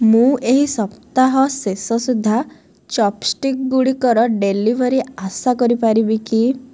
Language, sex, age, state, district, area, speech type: Odia, female, 18-30, Odisha, Rayagada, rural, read